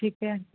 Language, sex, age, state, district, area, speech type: Urdu, female, 30-45, Uttar Pradesh, Rampur, urban, conversation